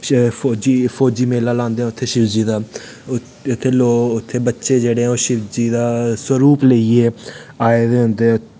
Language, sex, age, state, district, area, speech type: Dogri, male, 18-30, Jammu and Kashmir, Samba, rural, spontaneous